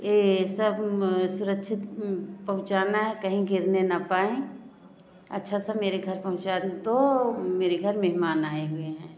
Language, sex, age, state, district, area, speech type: Hindi, female, 45-60, Uttar Pradesh, Bhadohi, rural, spontaneous